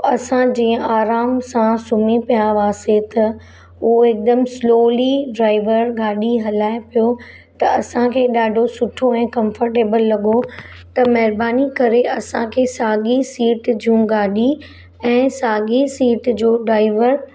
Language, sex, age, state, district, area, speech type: Sindhi, female, 30-45, Maharashtra, Mumbai Suburban, urban, spontaneous